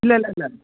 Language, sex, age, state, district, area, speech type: Malayalam, male, 30-45, Kerala, Thiruvananthapuram, urban, conversation